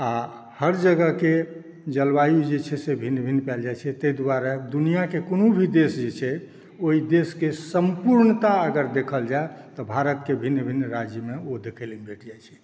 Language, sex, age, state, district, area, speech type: Maithili, male, 60+, Bihar, Saharsa, urban, spontaneous